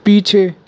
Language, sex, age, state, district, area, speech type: Hindi, male, 18-30, Rajasthan, Bharatpur, rural, read